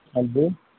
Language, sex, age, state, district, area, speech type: Dogri, male, 18-30, Jammu and Kashmir, Samba, rural, conversation